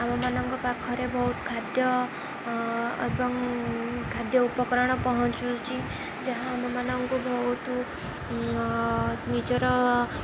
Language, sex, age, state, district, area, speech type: Odia, female, 18-30, Odisha, Jagatsinghpur, rural, spontaneous